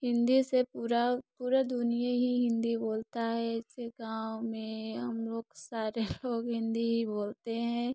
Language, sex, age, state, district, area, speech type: Hindi, female, 18-30, Uttar Pradesh, Prayagraj, rural, spontaneous